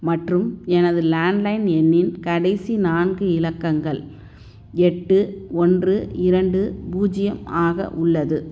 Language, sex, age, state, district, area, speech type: Tamil, female, 60+, Tamil Nadu, Tiruchirappalli, rural, read